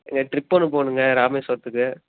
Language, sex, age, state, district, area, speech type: Tamil, male, 18-30, Tamil Nadu, Namakkal, rural, conversation